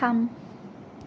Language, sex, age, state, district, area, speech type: Bodo, female, 18-30, Assam, Kokrajhar, rural, read